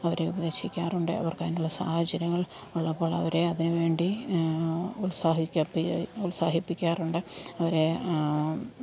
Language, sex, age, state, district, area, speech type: Malayalam, female, 30-45, Kerala, Alappuzha, rural, spontaneous